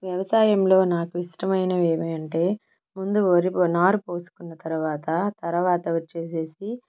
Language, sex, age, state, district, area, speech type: Telugu, female, 30-45, Andhra Pradesh, Nellore, urban, spontaneous